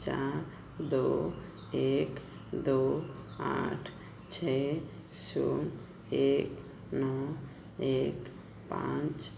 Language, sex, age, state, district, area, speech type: Hindi, female, 45-60, Madhya Pradesh, Chhindwara, rural, read